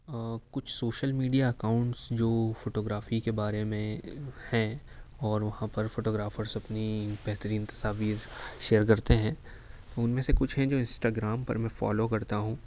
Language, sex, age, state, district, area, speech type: Urdu, male, 18-30, Uttar Pradesh, Ghaziabad, urban, spontaneous